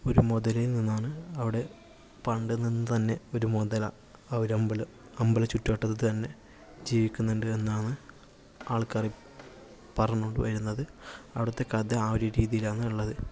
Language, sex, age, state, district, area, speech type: Malayalam, male, 18-30, Kerala, Kasaragod, urban, spontaneous